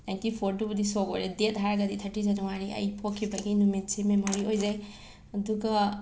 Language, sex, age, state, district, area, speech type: Manipuri, female, 30-45, Manipur, Imphal West, urban, spontaneous